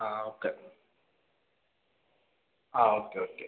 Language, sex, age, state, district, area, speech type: Malayalam, male, 18-30, Kerala, Kasaragod, rural, conversation